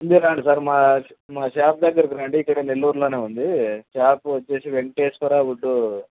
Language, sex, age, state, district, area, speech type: Telugu, male, 30-45, Andhra Pradesh, Anantapur, rural, conversation